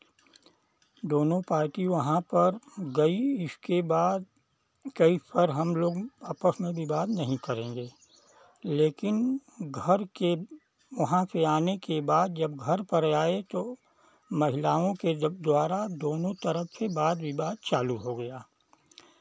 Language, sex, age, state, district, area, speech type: Hindi, male, 60+, Uttar Pradesh, Chandauli, rural, spontaneous